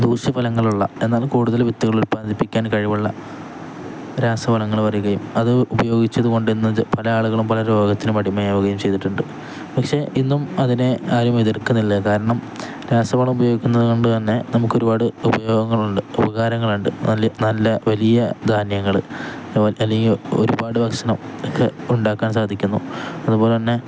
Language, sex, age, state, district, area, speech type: Malayalam, male, 18-30, Kerala, Kozhikode, rural, spontaneous